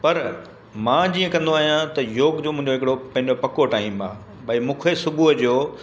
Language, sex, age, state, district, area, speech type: Sindhi, male, 60+, Gujarat, Kutch, urban, spontaneous